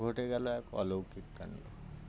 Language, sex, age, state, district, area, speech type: Bengali, male, 60+, West Bengal, Birbhum, urban, spontaneous